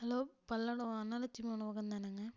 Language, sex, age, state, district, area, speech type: Tamil, female, 18-30, Tamil Nadu, Tiruppur, rural, spontaneous